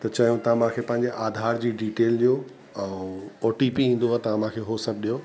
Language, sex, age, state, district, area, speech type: Sindhi, male, 45-60, Uttar Pradesh, Lucknow, rural, spontaneous